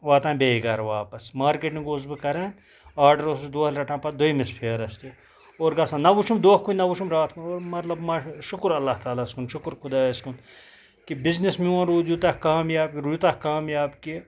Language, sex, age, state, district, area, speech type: Kashmiri, male, 60+, Jammu and Kashmir, Ganderbal, rural, spontaneous